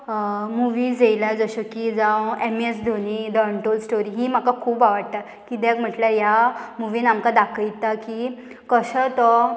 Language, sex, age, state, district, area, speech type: Goan Konkani, female, 18-30, Goa, Murmgao, rural, spontaneous